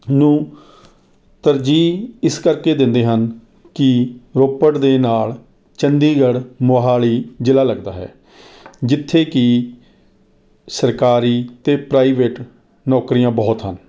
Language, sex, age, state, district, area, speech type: Punjabi, male, 30-45, Punjab, Rupnagar, rural, spontaneous